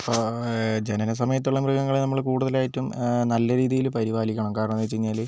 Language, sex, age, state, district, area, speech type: Malayalam, male, 45-60, Kerala, Wayanad, rural, spontaneous